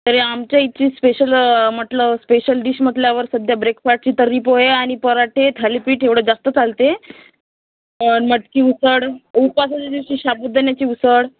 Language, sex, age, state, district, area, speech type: Marathi, female, 18-30, Maharashtra, Washim, rural, conversation